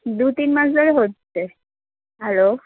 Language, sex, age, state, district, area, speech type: Bengali, female, 18-30, West Bengal, Darjeeling, rural, conversation